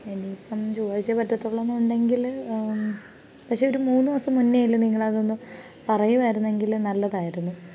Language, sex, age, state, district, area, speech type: Malayalam, female, 18-30, Kerala, Pathanamthitta, rural, spontaneous